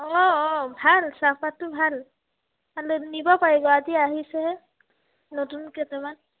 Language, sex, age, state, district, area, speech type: Assamese, female, 18-30, Assam, Biswanath, rural, conversation